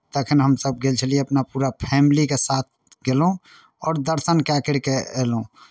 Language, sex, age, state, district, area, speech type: Maithili, male, 30-45, Bihar, Darbhanga, urban, spontaneous